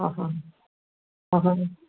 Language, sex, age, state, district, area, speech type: Sanskrit, female, 45-60, Karnataka, Dakshina Kannada, urban, conversation